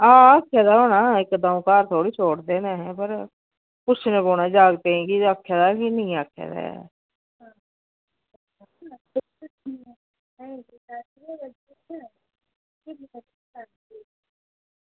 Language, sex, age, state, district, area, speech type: Dogri, female, 45-60, Jammu and Kashmir, Udhampur, rural, conversation